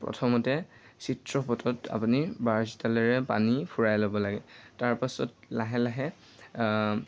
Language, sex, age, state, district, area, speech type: Assamese, male, 18-30, Assam, Lakhimpur, rural, spontaneous